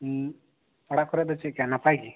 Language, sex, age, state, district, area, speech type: Santali, male, 18-30, West Bengal, Bankura, rural, conversation